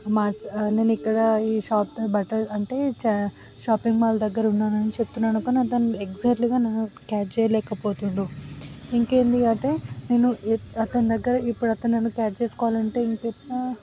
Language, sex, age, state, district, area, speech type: Telugu, female, 18-30, Telangana, Vikarabad, rural, spontaneous